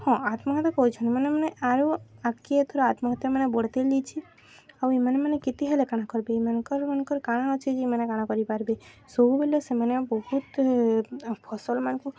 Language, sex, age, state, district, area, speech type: Odia, female, 18-30, Odisha, Subarnapur, urban, spontaneous